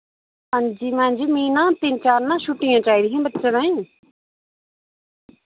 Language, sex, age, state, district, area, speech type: Dogri, female, 30-45, Jammu and Kashmir, Reasi, urban, conversation